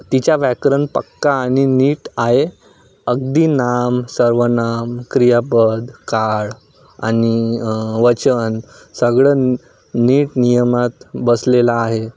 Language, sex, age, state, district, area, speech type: Marathi, male, 18-30, Maharashtra, Nagpur, rural, spontaneous